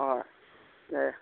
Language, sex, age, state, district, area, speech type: Manipuri, male, 45-60, Manipur, Tengnoupal, rural, conversation